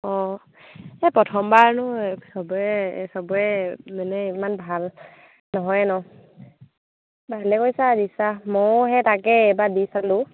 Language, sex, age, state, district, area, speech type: Assamese, female, 18-30, Assam, Dibrugarh, rural, conversation